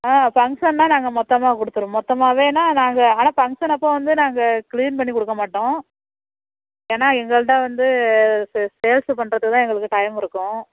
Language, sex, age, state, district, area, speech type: Tamil, female, 30-45, Tamil Nadu, Nagapattinam, urban, conversation